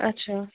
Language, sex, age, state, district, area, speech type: Kashmiri, female, 60+, Jammu and Kashmir, Srinagar, urban, conversation